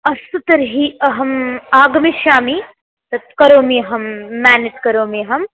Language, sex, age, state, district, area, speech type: Sanskrit, female, 18-30, Maharashtra, Nagpur, urban, conversation